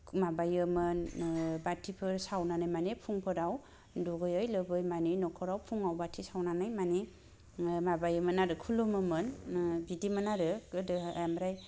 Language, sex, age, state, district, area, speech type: Bodo, female, 30-45, Assam, Kokrajhar, rural, spontaneous